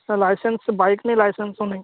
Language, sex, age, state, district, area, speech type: Bengali, male, 60+, West Bengal, Purba Medinipur, rural, conversation